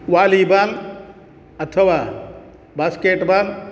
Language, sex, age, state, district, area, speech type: Sanskrit, male, 60+, Karnataka, Uttara Kannada, rural, spontaneous